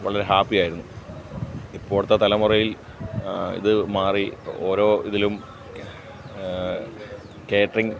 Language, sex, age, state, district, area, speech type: Malayalam, male, 30-45, Kerala, Alappuzha, rural, spontaneous